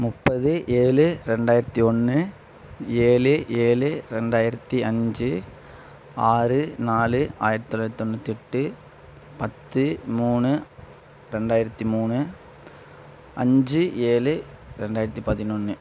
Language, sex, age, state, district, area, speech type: Tamil, male, 18-30, Tamil Nadu, Coimbatore, rural, spontaneous